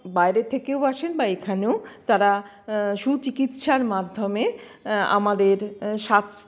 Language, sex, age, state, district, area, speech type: Bengali, female, 45-60, West Bengal, Paschim Bardhaman, urban, spontaneous